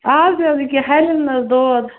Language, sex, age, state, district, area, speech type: Kashmiri, female, 18-30, Jammu and Kashmir, Bandipora, rural, conversation